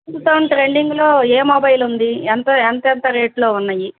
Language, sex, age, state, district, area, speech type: Telugu, female, 45-60, Andhra Pradesh, Guntur, urban, conversation